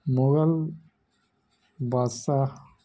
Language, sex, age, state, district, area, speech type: Urdu, male, 30-45, Bihar, Gaya, urban, spontaneous